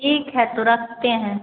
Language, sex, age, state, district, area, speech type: Hindi, female, 30-45, Bihar, Samastipur, rural, conversation